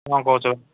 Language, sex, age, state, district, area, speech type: Odia, male, 45-60, Odisha, Sambalpur, rural, conversation